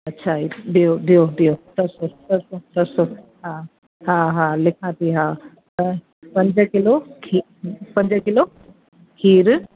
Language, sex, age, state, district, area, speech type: Sindhi, female, 60+, Delhi, South Delhi, urban, conversation